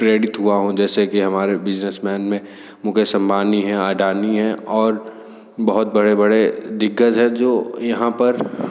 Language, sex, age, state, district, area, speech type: Hindi, male, 18-30, Uttar Pradesh, Sonbhadra, rural, spontaneous